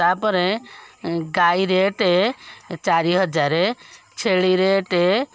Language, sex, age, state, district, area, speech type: Odia, female, 45-60, Odisha, Kendujhar, urban, spontaneous